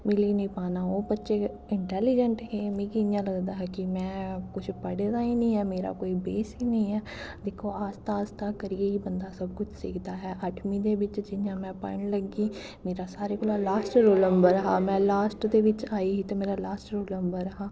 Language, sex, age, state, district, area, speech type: Dogri, female, 18-30, Jammu and Kashmir, Kathua, urban, spontaneous